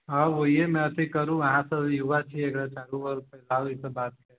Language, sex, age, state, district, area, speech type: Maithili, male, 30-45, Bihar, Sitamarhi, rural, conversation